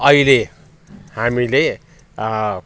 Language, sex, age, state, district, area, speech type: Nepali, male, 60+, West Bengal, Jalpaiguri, urban, spontaneous